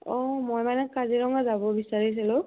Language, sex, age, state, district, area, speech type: Assamese, female, 30-45, Assam, Morigaon, rural, conversation